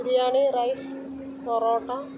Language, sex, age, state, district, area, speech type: Malayalam, female, 45-60, Kerala, Kollam, rural, spontaneous